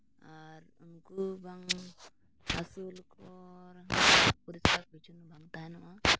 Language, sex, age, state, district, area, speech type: Santali, female, 18-30, West Bengal, Purulia, rural, spontaneous